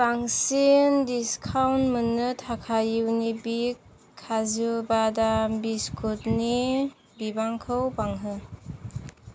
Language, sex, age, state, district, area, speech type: Bodo, female, 18-30, Assam, Chirang, rural, read